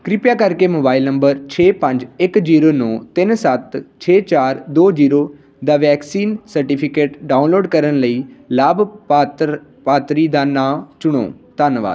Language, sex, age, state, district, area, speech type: Punjabi, male, 18-30, Punjab, Ludhiana, rural, read